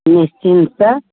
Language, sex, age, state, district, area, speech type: Maithili, female, 60+, Bihar, Saharsa, rural, conversation